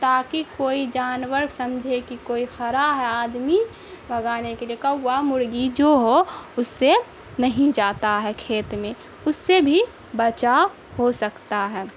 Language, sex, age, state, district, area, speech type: Urdu, female, 18-30, Bihar, Saharsa, rural, spontaneous